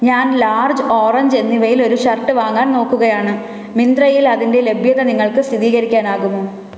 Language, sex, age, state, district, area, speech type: Malayalam, female, 18-30, Kerala, Thiruvananthapuram, urban, read